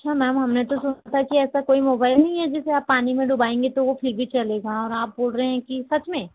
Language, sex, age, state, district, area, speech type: Hindi, female, 60+, Madhya Pradesh, Balaghat, rural, conversation